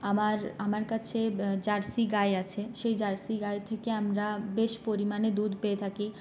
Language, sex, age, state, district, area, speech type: Bengali, female, 30-45, West Bengal, Purulia, rural, spontaneous